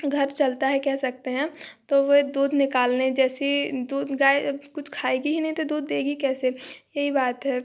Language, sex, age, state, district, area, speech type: Hindi, female, 30-45, Madhya Pradesh, Balaghat, rural, spontaneous